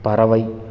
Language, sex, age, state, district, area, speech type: Tamil, male, 30-45, Tamil Nadu, Salem, rural, read